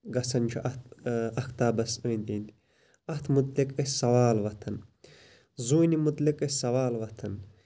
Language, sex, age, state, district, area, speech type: Kashmiri, male, 30-45, Jammu and Kashmir, Shopian, urban, spontaneous